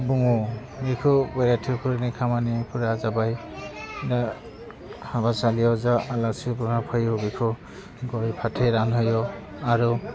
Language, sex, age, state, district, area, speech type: Bodo, male, 45-60, Assam, Udalguri, rural, spontaneous